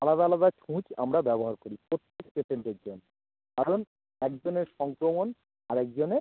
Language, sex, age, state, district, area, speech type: Bengali, male, 30-45, West Bengal, North 24 Parganas, urban, conversation